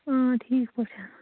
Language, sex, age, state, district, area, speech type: Kashmiri, female, 45-60, Jammu and Kashmir, Baramulla, rural, conversation